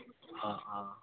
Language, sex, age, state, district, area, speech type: Assamese, male, 18-30, Assam, Goalpara, urban, conversation